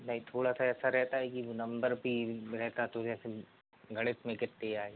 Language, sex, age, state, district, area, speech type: Hindi, male, 18-30, Madhya Pradesh, Narsinghpur, rural, conversation